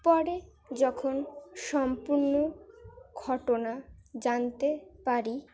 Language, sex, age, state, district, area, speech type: Bengali, female, 18-30, West Bengal, Dakshin Dinajpur, urban, spontaneous